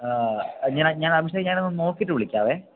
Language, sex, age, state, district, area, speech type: Malayalam, male, 18-30, Kerala, Idukki, rural, conversation